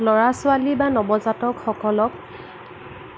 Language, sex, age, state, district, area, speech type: Assamese, female, 18-30, Assam, Nagaon, rural, spontaneous